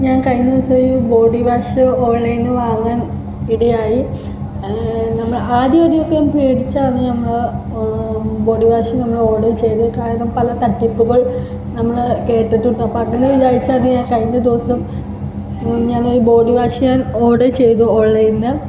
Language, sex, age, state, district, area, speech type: Malayalam, female, 18-30, Kerala, Ernakulam, rural, spontaneous